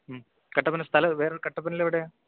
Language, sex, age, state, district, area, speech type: Malayalam, male, 18-30, Kerala, Idukki, rural, conversation